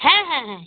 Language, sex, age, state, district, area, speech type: Bengali, female, 45-60, West Bengal, North 24 Parganas, rural, conversation